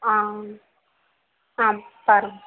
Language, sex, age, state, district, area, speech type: Tamil, female, 30-45, Tamil Nadu, Mayiladuthurai, rural, conversation